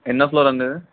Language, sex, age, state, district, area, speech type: Telugu, male, 18-30, Andhra Pradesh, Nellore, rural, conversation